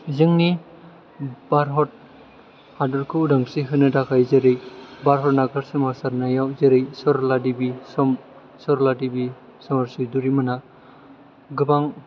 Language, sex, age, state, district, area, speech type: Bodo, male, 18-30, Assam, Chirang, urban, spontaneous